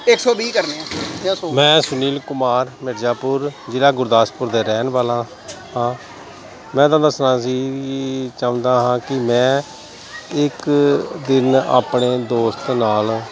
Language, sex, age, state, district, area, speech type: Punjabi, male, 30-45, Punjab, Gurdaspur, rural, spontaneous